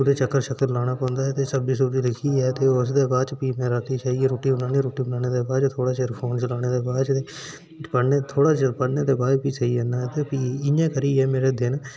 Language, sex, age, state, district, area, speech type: Dogri, male, 18-30, Jammu and Kashmir, Udhampur, rural, spontaneous